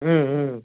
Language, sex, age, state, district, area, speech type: Tamil, male, 30-45, Tamil Nadu, Kallakurichi, rural, conversation